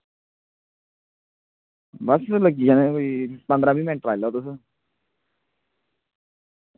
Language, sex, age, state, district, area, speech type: Dogri, male, 18-30, Jammu and Kashmir, Samba, rural, conversation